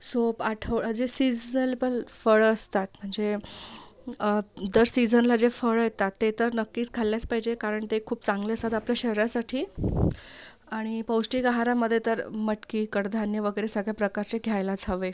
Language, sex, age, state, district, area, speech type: Marathi, female, 30-45, Maharashtra, Amravati, urban, spontaneous